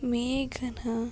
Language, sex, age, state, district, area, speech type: Kannada, female, 60+, Karnataka, Tumkur, rural, spontaneous